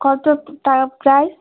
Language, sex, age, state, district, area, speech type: Bengali, female, 45-60, West Bengal, Alipurduar, rural, conversation